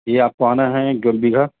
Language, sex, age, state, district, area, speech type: Urdu, male, 30-45, Bihar, Gaya, urban, conversation